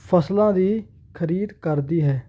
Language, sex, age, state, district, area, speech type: Punjabi, male, 18-30, Punjab, Hoshiarpur, rural, spontaneous